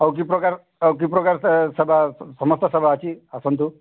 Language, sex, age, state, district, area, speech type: Odia, female, 30-45, Odisha, Balangir, urban, conversation